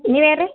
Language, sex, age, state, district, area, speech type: Kannada, female, 60+, Karnataka, Belgaum, rural, conversation